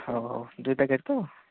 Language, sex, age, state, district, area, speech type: Odia, male, 18-30, Odisha, Jagatsinghpur, rural, conversation